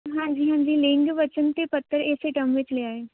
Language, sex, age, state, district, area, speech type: Punjabi, female, 18-30, Punjab, Tarn Taran, rural, conversation